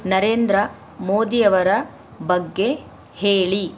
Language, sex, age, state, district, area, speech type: Kannada, female, 45-60, Karnataka, Bidar, urban, read